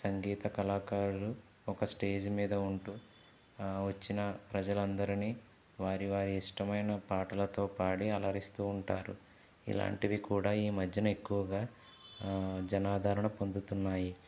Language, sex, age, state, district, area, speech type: Telugu, male, 60+, Andhra Pradesh, Konaseema, urban, spontaneous